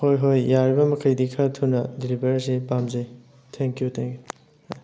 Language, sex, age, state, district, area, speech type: Manipuri, male, 18-30, Manipur, Thoubal, rural, spontaneous